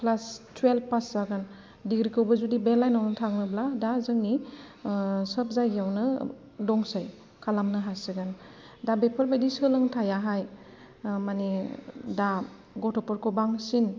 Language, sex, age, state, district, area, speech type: Bodo, female, 30-45, Assam, Kokrajhar, rural, spontaneous